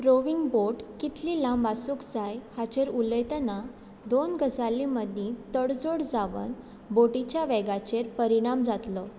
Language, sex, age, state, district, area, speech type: Goan Konkani, female, 18-30, Goa, Quepem, rural, read